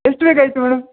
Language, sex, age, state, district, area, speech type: Kannada, male, 30-45, Karnataka, Uttara Kannada, rural, conversation